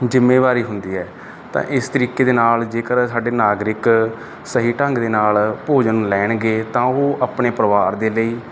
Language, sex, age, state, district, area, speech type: Punjabi, male, 30-45, Punjab, Barnala, rural, spontaneous